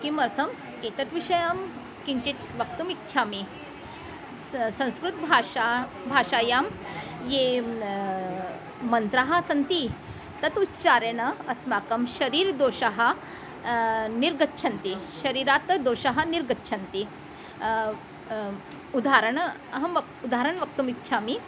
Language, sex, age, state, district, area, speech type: Sanskrit, female, 45-60, Maharashtra, Nagpur, urban, spontaneous